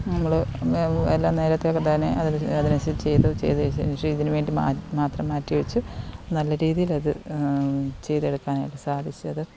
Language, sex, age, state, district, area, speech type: Malayalam, female, 30-45, Kerala, Alappuzha, rural, spontaneous